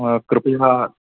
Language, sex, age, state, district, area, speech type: Sanskrit, male, 30-45, Karnataka, Bangalore Urban, urban, conversation